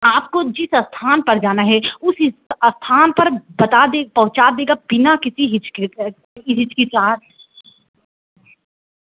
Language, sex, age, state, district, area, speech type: Hindi, female, 18-30, Uttar Pradesh, Pratapgarh, rural, conversation